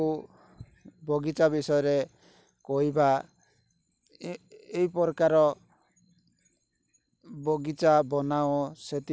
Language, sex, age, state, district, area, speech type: Odia, male, 30-45, Odisha, Rayagada, rural, spontaneous